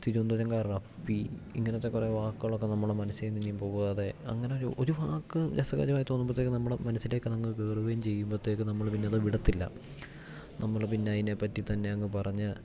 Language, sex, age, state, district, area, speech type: Malayalam, male, 18-30, Kerala, Idukki, rural, spontaneous